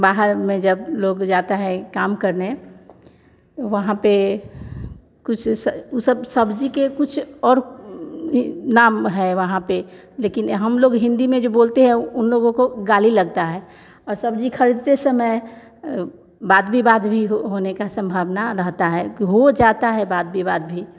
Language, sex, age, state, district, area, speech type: Hindi, female, 60+, Bihar, Vaishali, urban, spontaneous